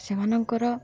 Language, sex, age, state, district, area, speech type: Odia, female, 18-30, Odisha, Malkangiri, urban, spontaneous